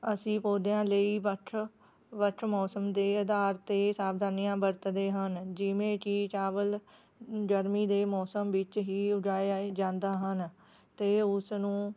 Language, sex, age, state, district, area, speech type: Punjabi, female, 30-45, Punjab, Rupnagar, rural, spontaneous